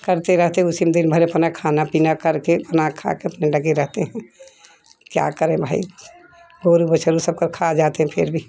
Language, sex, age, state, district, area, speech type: Hindi, female, 60+, Uttar Pradesh, Jaunpur, urban, spontaneous